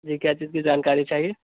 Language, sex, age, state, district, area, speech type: Urdu, male, 18-30, Bihar, Purnia, rural, conversation